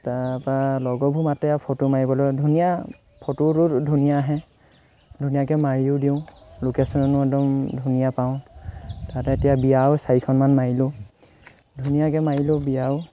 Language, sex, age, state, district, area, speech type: Assamese, male, 18-30, Assam, Sivasagar, rural, spontaneous